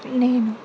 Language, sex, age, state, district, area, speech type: Telugu, female, 18-30, Andhra Pradesh, Anantapur, urban, spontaneous